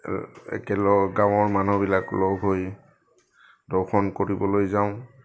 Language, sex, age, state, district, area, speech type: Assamese, male, 45-60, Assam, Udalguri, rural, spontaneous